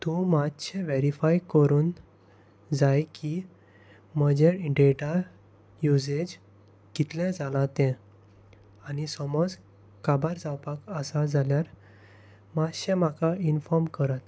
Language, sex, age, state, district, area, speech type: Goan Konkani, male, 18-30, Goa, Salcete, rural, spontaneous